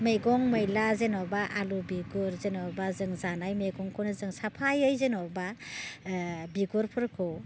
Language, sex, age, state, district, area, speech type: Bodo, female, 45-60, Assam, Baksa, rural, spontaneous